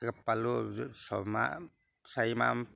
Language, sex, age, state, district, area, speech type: Assamese, male, 60+, Assam, Sivasagar, rural, spontaneous